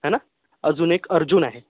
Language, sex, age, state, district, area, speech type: Marathi, male, 30-45, Maharashtra, Yavatmal, urban, conversation